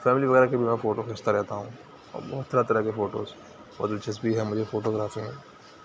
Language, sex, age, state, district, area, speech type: Urdu, male, 30-45, Uttar Pradesh, Aligarh, rural, spontaneous